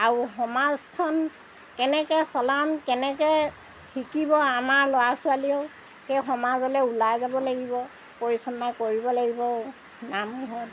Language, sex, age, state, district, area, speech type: Assamese, female, 60+, Assam, Golaghat, urban, spontaneous